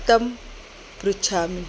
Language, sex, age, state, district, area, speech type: Sanskrit, female, 45-60, Maharashtra, Nagpur, urban, spontaneous